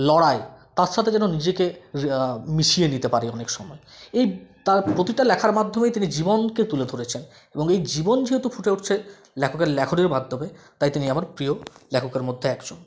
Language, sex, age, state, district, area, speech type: Bengali, male, 18-30, West Bengal, Purulia, rural, spontaneous